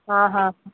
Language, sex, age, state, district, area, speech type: Kannada, female, 18-30, Karnataka, Chitradurga, rural, conversation